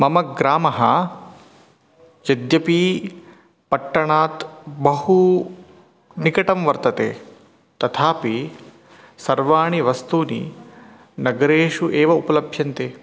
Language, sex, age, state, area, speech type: Sanskrit, male, 30-45, Rajasthan, urban, spontaneous